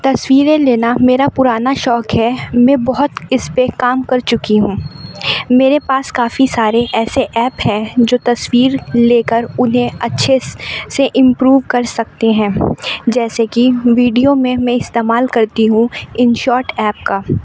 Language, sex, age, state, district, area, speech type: Urdu, female, 30-45, Uttar Pradesh, Aligarh, urban, spontaneous